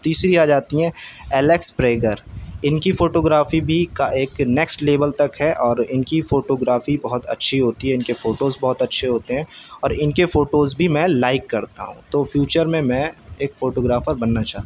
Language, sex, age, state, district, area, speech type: Urdu, male, 18-30, Uttar Pradesh, Shahjahanpur, urban, spontaneous